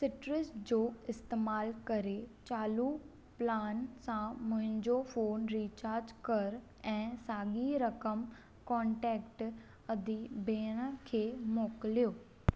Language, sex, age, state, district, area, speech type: Sindhi, female, 18-30, Maharashtra, Thane, urban, read